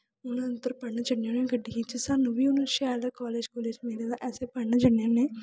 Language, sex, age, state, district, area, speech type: Dogri, female, 18-30, Jammu and Kashmir, Kathua, rural, spontaneous